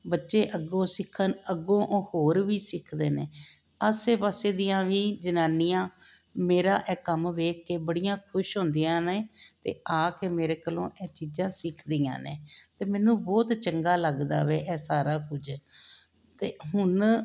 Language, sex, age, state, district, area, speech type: Punjabi, female, 45-60, Punjab, Jalandhar, urban, spontaneous